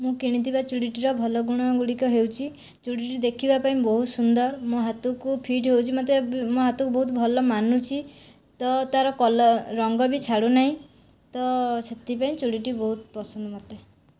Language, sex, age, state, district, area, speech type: Odia, female, 18-30, Odisha, Jajpur, rural, spontaneous